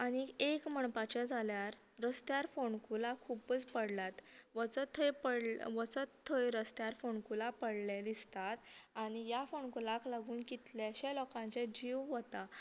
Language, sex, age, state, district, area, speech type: Goan Konkani, female, 18-30, Goa, Canacona, rural, spontaneous